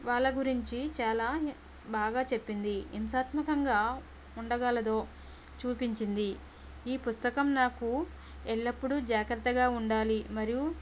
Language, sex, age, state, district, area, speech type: Telugu, female, 18-30, Andhra Pradesh, Konaseema, rural, spontaneous